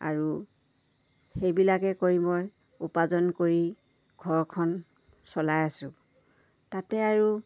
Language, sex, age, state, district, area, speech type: Assamese, female, 45-60, Assam, Dibrugarh, rural, spontaneous